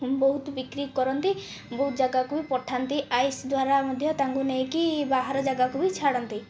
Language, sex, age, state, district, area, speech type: Odia, female, 45-60, Odisha, Kandhamal, rural, spontaneous